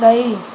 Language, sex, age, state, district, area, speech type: Sindhi, female, 45-60, Uttar Pradesh, Lucknow, rural, read